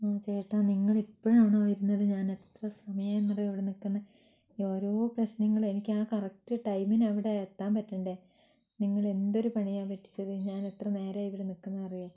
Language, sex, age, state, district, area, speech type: Malayalam, female, 60+, Kerala, Wayanad, rural, spontaneous